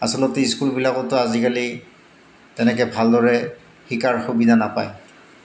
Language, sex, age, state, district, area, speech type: Assamese, male, 45-60, Assam, Goalpara, urban, spontaneous